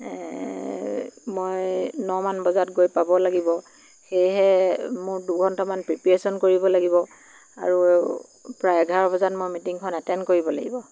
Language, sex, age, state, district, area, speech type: Assamese, female, 45-60, Assam, Lakhimpur, rural, spontaneous